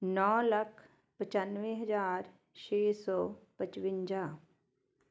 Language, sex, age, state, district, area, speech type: Punjabi, female, 45-60, Punjab, Fatehgarh Sahib, urban, spontaneous